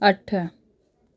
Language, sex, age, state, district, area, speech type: Sindhi, female, 30-45, Delhi, South Delhi, urban, read